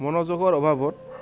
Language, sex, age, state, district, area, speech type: Assamese, male, 18-30, Assam, Goalpara, urban, spontaneous